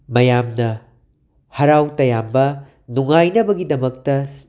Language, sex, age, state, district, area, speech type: Manipuri, male, 45-60, Manipur, Imphal West, urban, spontaneous